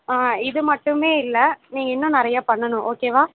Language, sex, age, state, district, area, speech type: Tamil, female, 18-30, Tamil Nadu, Perambalur, urban, conversation